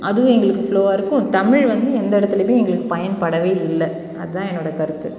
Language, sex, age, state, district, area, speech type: Tamil, female, 30-45, Tamil Nadu, Cuddalore, rural, spontaneous